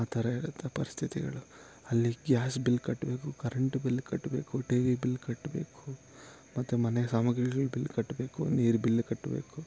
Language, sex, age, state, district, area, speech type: Kannada, male, 18-30, Karnataka, Kolar, rural, spontaneous